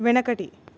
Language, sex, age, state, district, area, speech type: Telugu, female, 18-30, Telangana, Nalgonda, urban, read